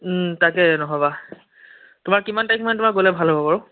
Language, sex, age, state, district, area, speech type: Assamese, male, 18-30, Assam, Biswanath, rural, conversation